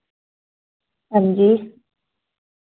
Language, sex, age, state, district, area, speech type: Dogri, female, 18-30, Jammu and Kashmir, Udhampur, rural, conversation